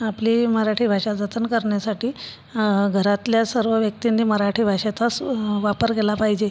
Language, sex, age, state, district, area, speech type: Marathi, female, 45-60, Maharashtra, Buldhana, rural, spontaneous